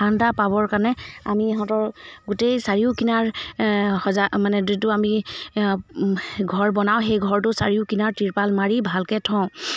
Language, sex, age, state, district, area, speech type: Assamese, female, 30-45, Assam, Charaideo, rural, spontaneous